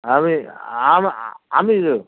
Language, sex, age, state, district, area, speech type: Bengali, male, 45-60, West Bengal, Dakshin Dinajpur, rural, conversation